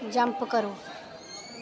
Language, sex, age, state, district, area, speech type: Dogri, female, 18-30, Jammu and Kashmir, Reasi, rural, read